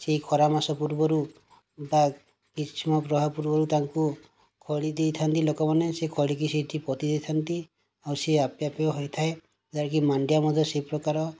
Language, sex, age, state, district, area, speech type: Odia, male, 30-45, Odisha, Kandhamal, rural, spontaneous